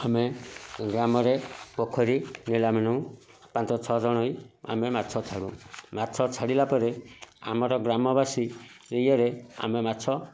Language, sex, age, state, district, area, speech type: Odia, male, 45-60, Odisha, Kendujhar, urban, spontaneous